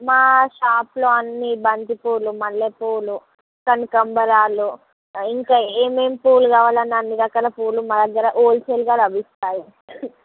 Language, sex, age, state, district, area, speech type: Telugu, female, 45-60, Andhra Pradesh, Srikakulam, rural, conversation